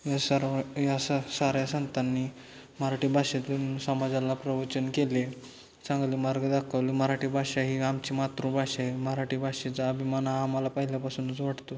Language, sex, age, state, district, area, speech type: Marathi, male, 18-30, Maharashtra, Satara, urban, spontaneous